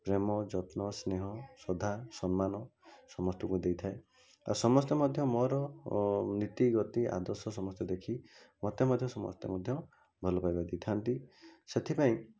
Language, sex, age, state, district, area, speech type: Odia, male, 45-60, Odisha, Bhadrak, rural, spontaneous